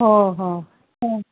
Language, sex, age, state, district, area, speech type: Marathi, female, 30-45, Maharashtra, Nagpur, urban, conversation